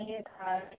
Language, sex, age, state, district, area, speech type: Urdu, female, 18-30, Bihar, Supaul, rural, conversation